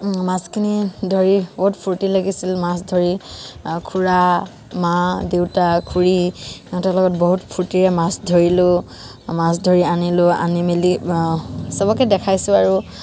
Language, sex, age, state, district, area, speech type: Assamese, female, 18-30, Assam, Tinsukia, rural, spontaneous